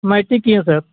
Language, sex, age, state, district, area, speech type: Urdu, male, 60+, Bihar, Gaya, rural, conversation